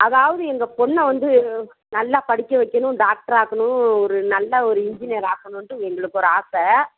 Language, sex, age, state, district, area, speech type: Tamil, female, 60+, Tamil Nadu, Ariyalur, rural, conversation